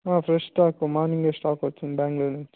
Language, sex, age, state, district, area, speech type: Telugu, male, 18-30, Andhra Pradesh, Annamaya, rural, conversation